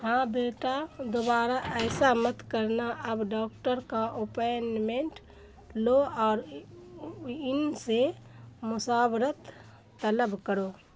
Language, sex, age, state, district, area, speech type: Urdu, female, 60+, Bihar, Khagaria, rural, read